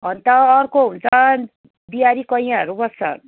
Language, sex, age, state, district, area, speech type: Nepali, female, 30-45, West Bengal, Darjeeling, rural, conversation